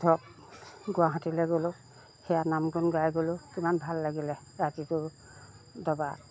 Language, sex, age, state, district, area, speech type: Assamese, female, 60+, Assam, Lakhimpur, rural, spontaneous